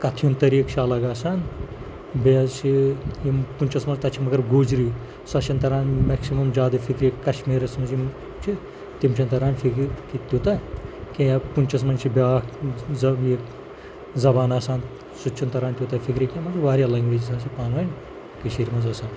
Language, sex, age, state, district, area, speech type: Kashmiri, male, 30-45, Jammu and Kashmir, Pulwama, rural, spontaneous